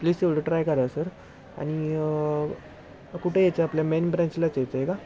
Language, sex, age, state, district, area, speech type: Marathi, male, 18-30, Maharashtra, Satara, urban, spontaneous